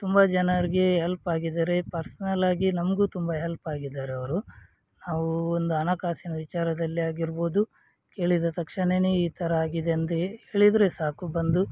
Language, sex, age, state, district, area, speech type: Kannada, male, 30-45, Karnataka, Udupi, rural, spontaneous